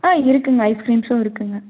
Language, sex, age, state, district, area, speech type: Tamil, female, 18-30, Tamil Nadu, Erode, rural, conversation